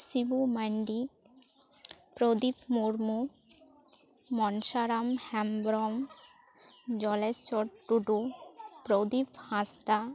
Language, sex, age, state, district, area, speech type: Santali, female, 18-30, West Bengal, Bankura, rural, spontaneous